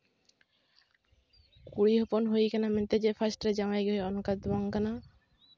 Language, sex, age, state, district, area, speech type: Santali, female, 18-30, West Bengal, Jhargram, rural, spontaneous